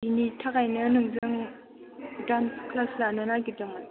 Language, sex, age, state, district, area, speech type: Bodo, female, 18-30, Assam, Chirang, urban, conversation